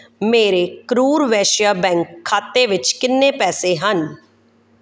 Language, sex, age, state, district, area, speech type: Punjabi, female, 45-60, Punjab, Kapurthala, rural, read